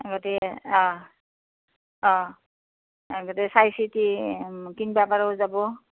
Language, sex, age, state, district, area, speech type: Assamese, female, 45-60, Assam, Nalbari, rural, conversation